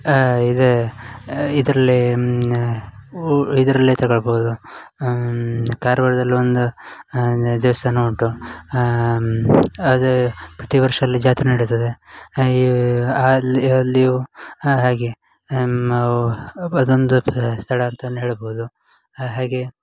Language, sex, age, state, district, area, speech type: Kannada, male, 18-30, Karnataka, Uttara Kannada, rural, spontaneous